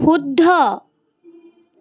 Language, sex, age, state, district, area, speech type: Assamese, female, 30-45, Assam, Charaideo, urban, read